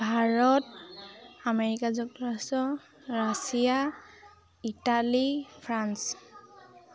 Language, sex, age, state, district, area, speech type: Assamese, female, 30-45, Assam, Tinsukia, urban, spontaneous